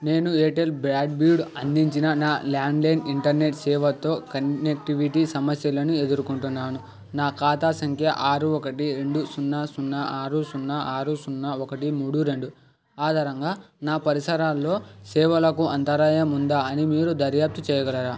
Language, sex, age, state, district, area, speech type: Telugu, male, 18-30, Andhra Pradesh, Krishna, urban, read